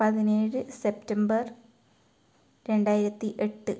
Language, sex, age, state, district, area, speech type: Malayalam, female, 18-30, Kerala, Kasaragod, rural, spontaneous